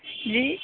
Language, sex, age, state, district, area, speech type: Urdu, female, 18-30, Uttar Pradesh, Aligarh, urban, conversation